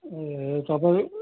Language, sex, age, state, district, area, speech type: Nepali, male, 60+, West Bengal, Kalimpong, rural, conversation